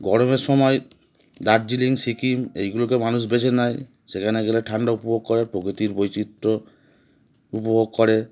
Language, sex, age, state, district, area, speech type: Bengali, male, 30-45, West Bengal, Howrah, urban, spontaneous